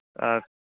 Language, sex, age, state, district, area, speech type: Manipuri, male, 30-45, Manipur, Kangpokpi, urban, conversation